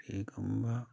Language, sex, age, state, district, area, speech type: Manipuri, male, 30-45, Manipur, Kakching, rural, spontaneous